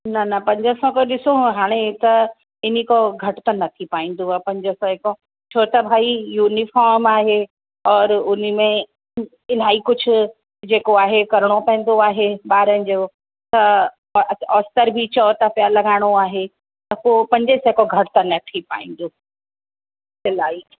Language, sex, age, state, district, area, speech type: Sindhi, female, 45-60, Uttar Pradesh, Lucknow, rural, conversation